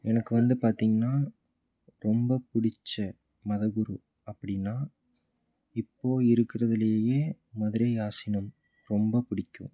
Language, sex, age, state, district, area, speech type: Tamil, male, 18-30, Tamil Nadu, Salem, rural, spontaneous